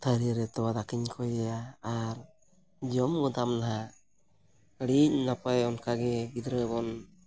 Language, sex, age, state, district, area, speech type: Santali, male, 45-60, Odisha, Mayurbhanj, rural, spontaneous